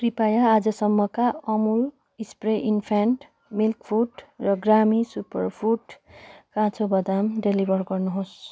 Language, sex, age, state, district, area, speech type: Nepali, female, 18-30, West Bengal, Kalimpong, rural, read